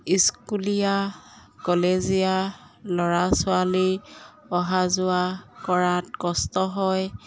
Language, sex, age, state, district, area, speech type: Assamese, female, 30-45, Assam, Jorhat, urban, spontaneous